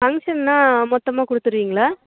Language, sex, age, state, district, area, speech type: Tamil, female, 18-30, Tamil Nadu, Nagapattinam, rural, conversation